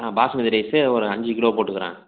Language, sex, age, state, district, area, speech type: Tamil, male, 30-45, Tamil Nadu, Salem, urban, conversation